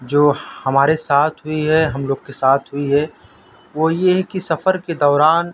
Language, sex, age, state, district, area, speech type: Urdu, male, 30-45, Delhi, South Delhi, rural, spontaneous